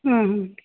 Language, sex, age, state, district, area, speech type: Kannada, female, 60+, Karnataka, Belgaum, rural, conversation